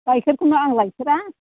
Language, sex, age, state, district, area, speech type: Bodo, female, 60+, Assam, Kokrajhar, rural, conversation